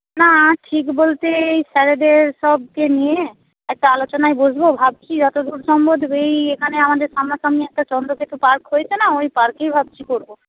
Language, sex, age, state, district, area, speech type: Bengali, female, 45-60, West Bengal, Paschim Medinipur, rural, conversation